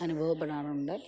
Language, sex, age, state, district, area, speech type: Malayalam, female, 45-60, Kerala, Alappuzha, rural, spontaneous